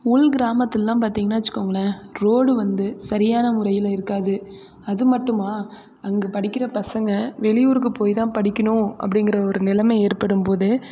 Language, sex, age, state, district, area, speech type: Tamil, female, 30-45, Tamil Nadu, Mayiladuthurai, rural, spontaneous